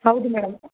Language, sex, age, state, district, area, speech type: Kannada, female, 30-45, Karnataka, Gulbarga, urban, conversation